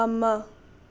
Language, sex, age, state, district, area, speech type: Manipuri, female, 18-30, Manipur, Imphal West, rural, read